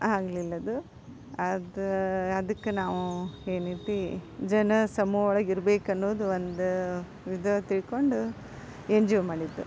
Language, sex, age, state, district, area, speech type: Kannada, female, 45-60, Karnataka, Gadag, rural, spontaneous